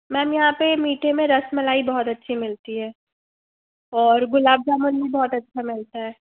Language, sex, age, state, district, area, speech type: Hindi, female, 30-45, Madhya Pradesh, Balaghat, rural, conversation